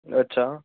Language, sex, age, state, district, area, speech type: Gujarati, male, 18-30, Gujarat, Ahmedabad, urban, conversation